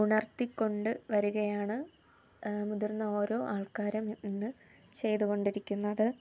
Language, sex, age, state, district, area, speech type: Malayalam, female, 18-30, Kerala, Thiruvananthapuram, rural, spontaneous